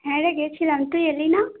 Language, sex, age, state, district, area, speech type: Bengali, female, 18-30, West Bengal, Howrah, urban, conversation